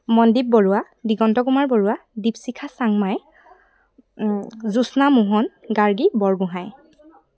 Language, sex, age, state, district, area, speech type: Assamese, female, 18-30, Assam, Sivasagar, rural, spontaneous